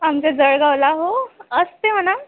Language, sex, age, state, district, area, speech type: Marathi, female, 30-45, Maharashtra, Nagpur, rural, conversation